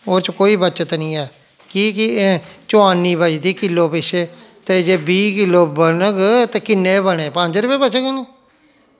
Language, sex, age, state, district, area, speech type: Dogri, male, 45-60, Jammu and Kashmir, Jammu, rural, spontaneous